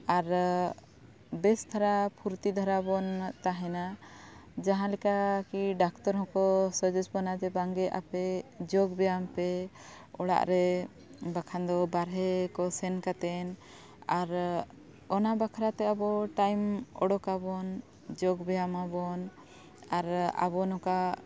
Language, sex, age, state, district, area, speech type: Santali, female, 30-45, Jharkhand, Bokaro, rural, spontaneous